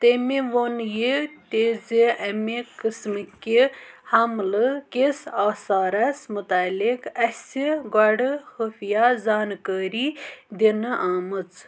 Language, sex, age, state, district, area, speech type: Kashmiri, female, 18-30, Jammu and Kashmir, Budgam, rural, read